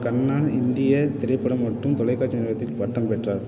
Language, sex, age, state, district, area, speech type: Tamil, male, 18-30, Tamil Nadu, Ariyalur, rural, read